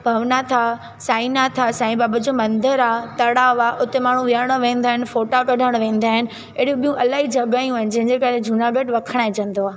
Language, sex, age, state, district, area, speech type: Sindhi, female, 18-30, Gujarat, Junagadh, urban, spontaneous